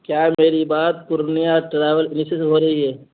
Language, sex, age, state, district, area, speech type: Urdu, male, 18-30, Bihar, Purnia, rural, conversation